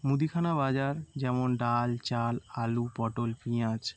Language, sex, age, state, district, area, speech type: Bengali, male, 18-30, West Bengal, Howrah, urban, spontaneous